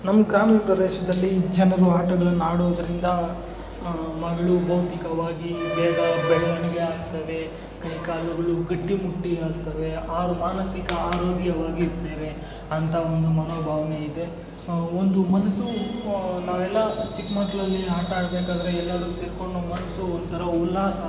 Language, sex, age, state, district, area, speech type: Kannada, male, 45-60, Karnataka, Kolar, rural, spontaneous